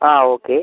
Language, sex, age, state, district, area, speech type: Malayalam, male, 18-30, Kerala, Wayanad, rural, conversation